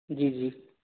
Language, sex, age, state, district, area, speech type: Hindi, male, 18-30, Madhya Pradesh, Betul, rural, conversation